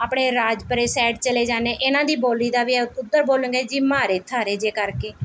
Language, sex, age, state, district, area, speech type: Punjabi, female, 30-45, Punjab, Mohali, urban, spontaneous